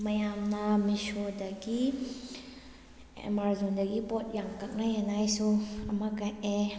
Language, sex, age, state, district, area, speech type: Manipuri, female, 18-30, Manipur, Kakching, rural, spontaneous